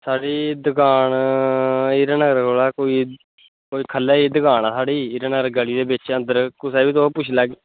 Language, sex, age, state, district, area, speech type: Dogri, male, 18-30, Jammu and Kashmir, Kathua, rural, conversation